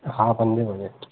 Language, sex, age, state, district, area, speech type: Sindhi, male, 30-45, Madhya Pradesh, Katni, rural, conversation